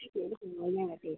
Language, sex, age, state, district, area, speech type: Malayalam, female, 30-45, Kerala, Kollam, rural, conversation